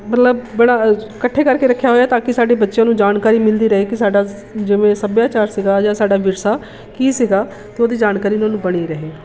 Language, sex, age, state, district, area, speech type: Punjabi, female, 45-60, Punjab, Shaheed Bhagat Singh Nagar, urban, spontaneous